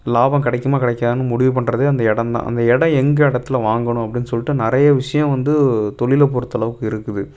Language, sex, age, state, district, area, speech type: Tamil, male, 18-30, Tamil Nadu, Tiruppur, rural, spontaneous